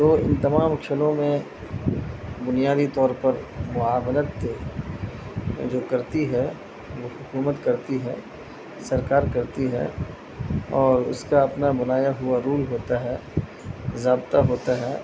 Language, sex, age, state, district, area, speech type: Urdu, male, 30-45, Bihar, Madhubani, urban, spontaneous